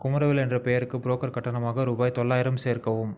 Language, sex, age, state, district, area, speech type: Tamil, male, 30-45, Tamil Nadu, Viluppuram, urban, read